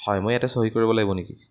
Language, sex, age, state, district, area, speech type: Assamese, male, 18-30, Assam, Majuli, rural, spontaneous